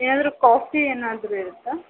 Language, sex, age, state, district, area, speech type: Kannada, female, 18-30, Karnataka, Chamarajanagar, rural, conversation